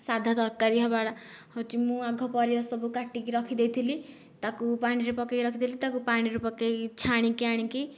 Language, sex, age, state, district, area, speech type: Odia, female, 18-30, Odisha, Nayagarh, rural, spontaneous